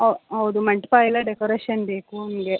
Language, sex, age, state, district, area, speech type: Kannada, female, 30-45, Karnataka, Mandya, urban, conversation